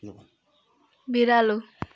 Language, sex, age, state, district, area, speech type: Nepali, female, 30-45, West Bengal, Jalpaiguri, urban, read